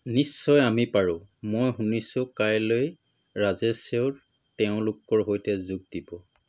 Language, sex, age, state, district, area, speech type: Assamese, male, 45-60, Assam, Tinsukia, rural, read